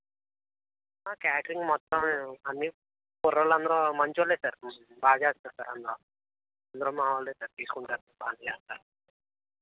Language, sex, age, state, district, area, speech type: Telugu, male, 30-45, Andhra Pradesh, East Godavari, urban, conversation